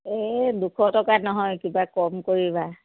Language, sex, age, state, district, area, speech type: Assamese, female, 60+, Assam, Charaideo, urban, conversation